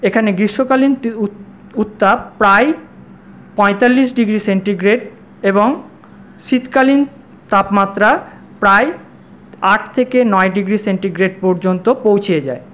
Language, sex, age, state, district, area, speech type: Bengali, male, 30-45, West Bengal, Paschim Bardhaman, urban, spontaneous